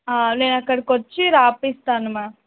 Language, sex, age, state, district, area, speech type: Telugu, female, 18-30, Telangana, Warangal, rural, conversation